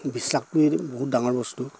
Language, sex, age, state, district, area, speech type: Assamese, male, 60+, Assam, Dibrugarh, rural, spontaneous